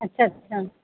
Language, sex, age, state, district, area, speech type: Hindi, female, 60+, Uttar Pradesh, Pratapgarh, rural, conversation